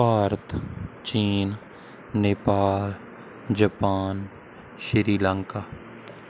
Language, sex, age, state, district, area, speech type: Punjabi, male, 18-30, Punjab, Bathinda, rural, spontaneous